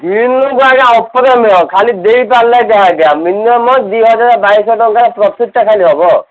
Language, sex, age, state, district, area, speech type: Odia, male, 45-60, Odisha, Ganjam, urban, conversation